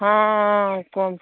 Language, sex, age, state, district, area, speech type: Odia, female, 60+, Odisha, Jharsuguda, rural, conversation